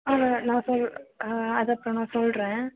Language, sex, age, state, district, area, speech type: Tamil, female, 18-30, Tamil Nadu, Perambalur, rural, conversation